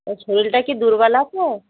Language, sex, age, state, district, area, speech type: Bengali, female, 45-60, West Bengal, Dakshin Dinajpur, rural, conversation